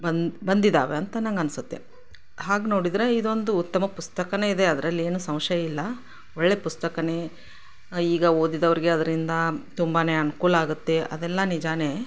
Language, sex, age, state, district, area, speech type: Kannada, female, 45-60, Karnataka, Chikkaballapur, rural, spontaneous